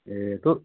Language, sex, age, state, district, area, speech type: Nepali, male, 30-45, West Bengal, Darjeeling, rural, conversation